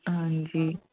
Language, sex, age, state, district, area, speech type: Punjabi, female, 45-60, Punjab, Fazilka, rural, conversation